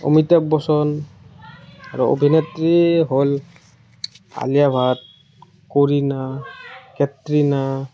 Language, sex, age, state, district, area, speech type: Assamese, male, 30-45, Assam, Morigaon, rural, spontaneous